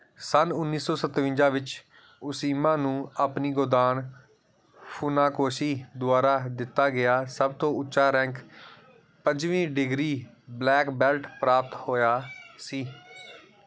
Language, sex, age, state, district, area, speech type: Punjabi, male, 18-30, Punjab, Gurdaspur, rural, read